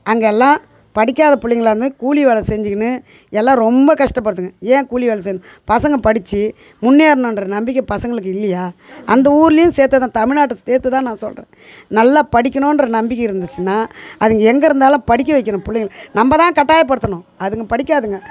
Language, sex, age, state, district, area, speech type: Tamil, female, 60+, Tamil Nadu, Tiruvannamalai, rural, spontaneous